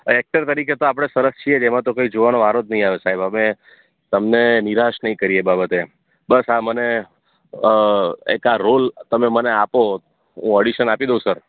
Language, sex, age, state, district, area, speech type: Gujarati, male, 30-45, Gujarat, Surat, urban, conversation